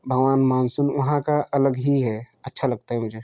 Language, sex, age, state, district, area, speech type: Hindi, male, 18-30, Uttar Pradesh, Jaunpur, urban, spontaneous